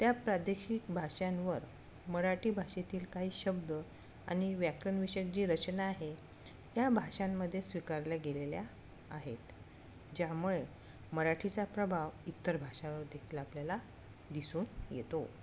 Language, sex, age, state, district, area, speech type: Marathi, female, 30-45, Maharashtra, Amravati, rural, spontaneous